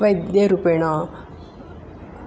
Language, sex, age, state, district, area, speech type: Sanskrit, female, 45-60, Maharashtra, Nagpur, urban, spontaneous